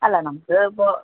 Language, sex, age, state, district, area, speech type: Malayalam, female, 30-45, Kerala, Palakkad, urban, conversation